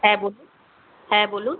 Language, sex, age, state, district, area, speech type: Bengali, female, 30-45, West Bengal, Kolkata, urban, conversation